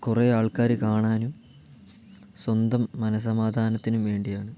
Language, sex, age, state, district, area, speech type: Malayalam, male, 18-30, Kerala, Wayanad, rural, spontaneous